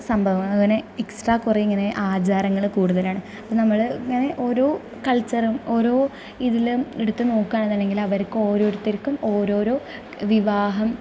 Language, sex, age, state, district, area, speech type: Malayalam, female, 18-30, Kerala, Thrissur, rural, spontaneous